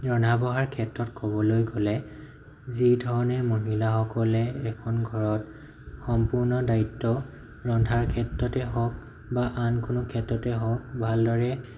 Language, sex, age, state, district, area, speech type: Assamese, male, 18-30, Assam, Morigaon, rural, spontaneous